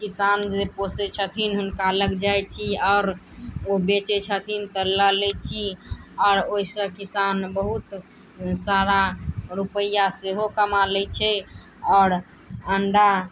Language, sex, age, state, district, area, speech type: Maithili, female, 18-30, Bihar, Madhubani, rural, spontaneous